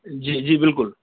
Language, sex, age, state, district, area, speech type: Urdu, male, 30-45, Delhi, South Delhi, urban, conversation